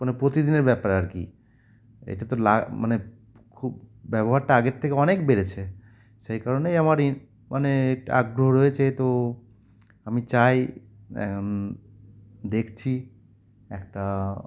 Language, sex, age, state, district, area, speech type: Bengali, male, 30-45, West Bengal, Cooch Behar, urban, spontaneous